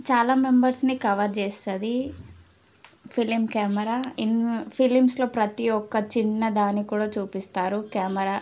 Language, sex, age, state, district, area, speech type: Telugu, female, 18-30, Telangana, Suryapet, urban, spontaneous